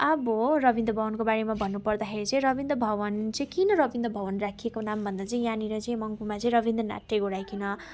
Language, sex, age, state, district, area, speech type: Nepali, female, 18-30, West Bengal, Darjeeling, rural, spontaneous